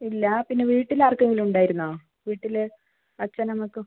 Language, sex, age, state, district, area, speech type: Malayalam, female, 30-45, Kerala, Wayanad, rural, conversation